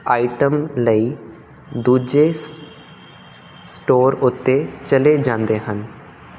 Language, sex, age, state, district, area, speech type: Punjabi, male, 18-30, Punjab, Kapurthala, urban, read